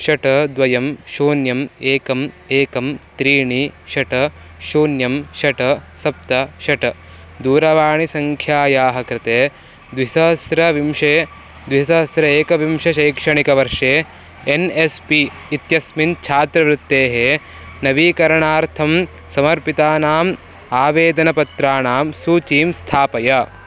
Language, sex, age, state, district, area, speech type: Sanskrit, male, 18-30, Karnataka, Mysore, urban, read